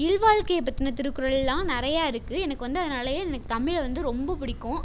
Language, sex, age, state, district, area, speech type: Tamil, female, 18-30, Tamil Nadu, Tiruchirappalli, rural, spontaneous